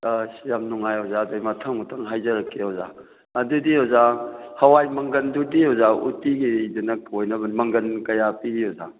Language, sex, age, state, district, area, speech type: Manipuri, male, 60+, Manipur, Thoubal, rural, conversation